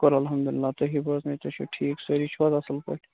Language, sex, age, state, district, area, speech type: Kashmiri, female, 30-45, Jammu and Kashmir, Shopian, rural, conversation